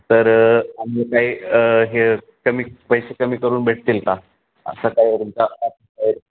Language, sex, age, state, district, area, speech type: Marathi, male, 18-30, Maharashtra, Ratnagiri, rural, conversation